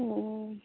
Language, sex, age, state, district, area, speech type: Odia, female, 45-60, Odisha, Gajapati, rural, conversation